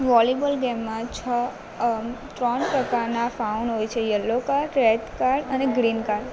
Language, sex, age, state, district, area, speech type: Gujarati, female, 18-30, Gujarat, Narmada, rural, spontaneous